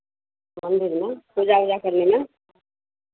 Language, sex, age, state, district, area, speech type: Hindi, female, 45-60, Bihar, Madhepura, rural, conversation